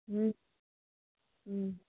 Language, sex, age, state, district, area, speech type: Bengali, female, 45-60, West Bengal, Dakshin Dinajpur, urban, conversation